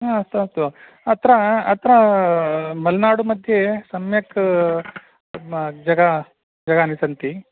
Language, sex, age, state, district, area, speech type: Sanskrit, male, 45-60, Karnataka, Udupi, rural, conversation